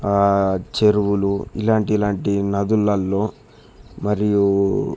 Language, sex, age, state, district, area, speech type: Telugu, male, 18-30, Telangana, Peddapalli, rural, spontaneous